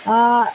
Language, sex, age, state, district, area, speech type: Maithili, female, 60+, Bihar, Araria, rural, spontaneous